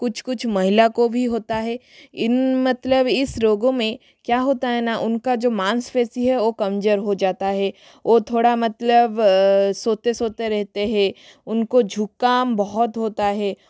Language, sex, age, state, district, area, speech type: Hindi, female, 45-60, Rajasthan, Jodhpur, rural, spontaneous